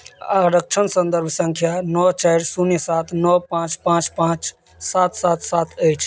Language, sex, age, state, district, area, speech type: Maithili, male, 30-45, Bihar, Madhubani, rural, read